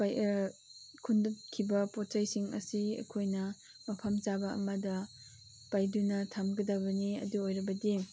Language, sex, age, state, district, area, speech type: Manipuri, female, 18-30, Manipur, Chandel, rural, spontaneous